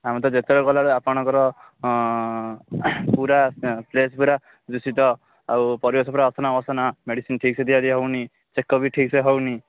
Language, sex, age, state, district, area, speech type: Odia, male, 18-30, Odisha, Jagatsinghpur, urban, conversation